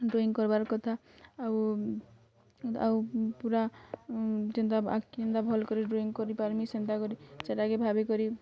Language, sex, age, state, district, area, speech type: Odia, female, 18-30, Odisha, Bargarh, rural, spontaneous